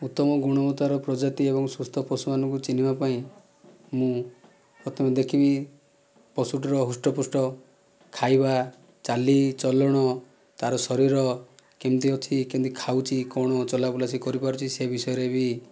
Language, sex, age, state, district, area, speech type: Odia, male, 30-45, Odisha, Kandhamal, rural, spontaneous